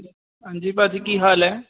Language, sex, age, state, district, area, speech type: Punjabi, male, 18-30, Punjab, Firozpur, rural, conversation